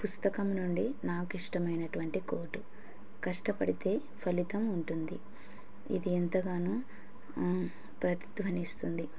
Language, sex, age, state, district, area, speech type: Telugu, female, 30-45, Andhra Pradesh, Kurnool, rural, spontaneous